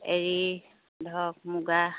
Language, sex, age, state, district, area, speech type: Assamese, female, 30-45, Assam, Dhemaji, urban, conversation